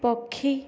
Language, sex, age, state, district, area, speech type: Odia, female, 18-30, Odisha, Puri, urban, read